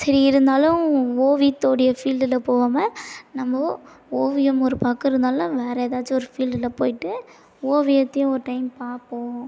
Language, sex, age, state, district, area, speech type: Tamil, female, 18-30, Tamil Nadu, Tiruvannamalai, urban, spontaneous